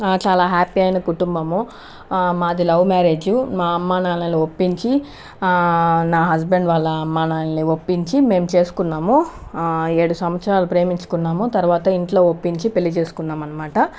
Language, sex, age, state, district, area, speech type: Telugu, other, 30-45, Andhra Pradesh, Chittoor, rural, spontaneous